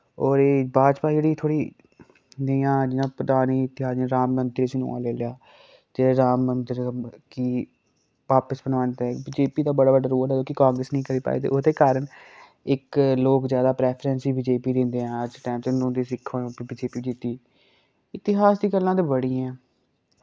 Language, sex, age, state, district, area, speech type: Dogri, male, 18-30, Jammu and Kashmir, Kathua, rural, spontaneous